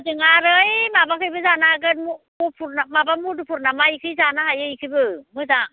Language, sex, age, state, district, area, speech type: Bodo, female, 60+, Assam, Baksa, rural, conversation